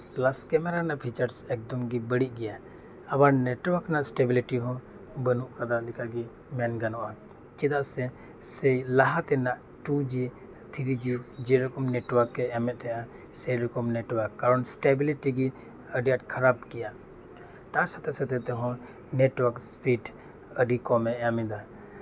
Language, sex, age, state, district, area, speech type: Santali, male, 30-45, West Bengal, Birbhum, rural, spontaneous